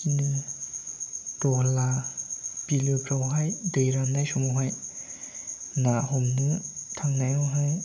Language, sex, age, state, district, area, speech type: Bodo, male, 30-45, Assam, Chirang, rural, spontaneous